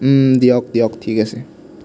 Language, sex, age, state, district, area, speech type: Assamese, male, 18-30, Assam, Nalbari, rural, spontaneous